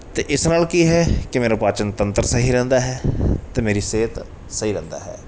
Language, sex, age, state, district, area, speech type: Punjabi, male, 45-60, Punjab, Bathinda, urban, spontaneous